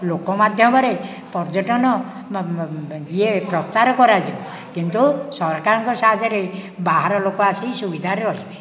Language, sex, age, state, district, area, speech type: Odia, male, 60+, Odisha, Nayagarh, rural, spontaneous